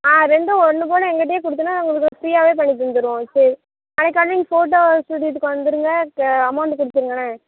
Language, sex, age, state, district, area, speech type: Tamil, female, 18-30, Tamil Nadu, Thoothukudi, urban, conversation